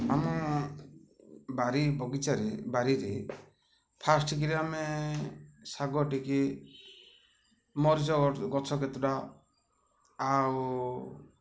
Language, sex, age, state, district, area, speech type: Odia, male, 45-60, Odisha, Ganjam, urban, spontaneous